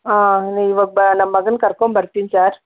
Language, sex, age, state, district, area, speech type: Kannada, female, 45-60, Karnataka, Chikkaballapur, rural, conversation